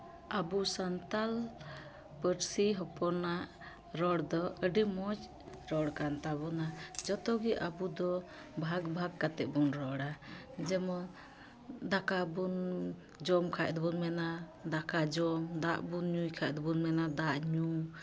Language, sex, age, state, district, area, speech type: Santali, female, 30-45, West Bengal, Malda, rural, spontaneous